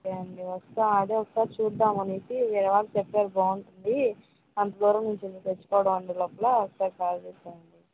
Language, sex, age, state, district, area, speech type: Telugu, female, 18-30, Andhra Pradesh, Kadapa, rural, conversation